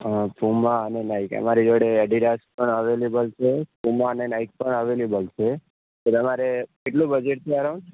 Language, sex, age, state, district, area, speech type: Gujarati, male, 18-30, Gujarat, Ahmedabad, urban, conversation